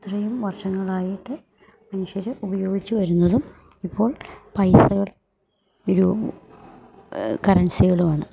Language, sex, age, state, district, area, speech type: Malayalam, female, 60+, Kerala, Idukki, rural, spontaneous